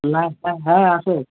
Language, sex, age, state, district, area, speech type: Bengali, male, 18-30, West Bengal, Alipurduar, rural, conversation